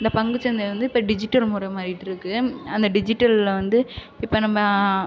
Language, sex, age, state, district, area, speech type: Tamil, female, 30-45, Tamil Nadu, Ariyalur, rural, spontaneous